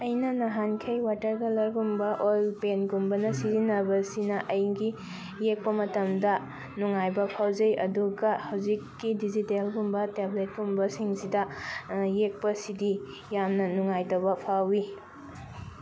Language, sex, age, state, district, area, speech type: Manipuri, female, 18-30, Manipur, Thoubal, rural, spontaneous